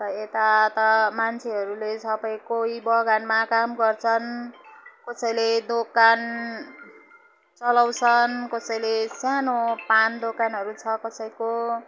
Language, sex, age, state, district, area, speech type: Nepali, female, 45-60, West Bengal, Jalpaiguri, urban, spontaneous